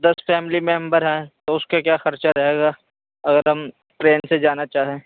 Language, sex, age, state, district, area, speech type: Urdu, male, 18-30, Uttar Pradesh, Saharanpur, urban, conversation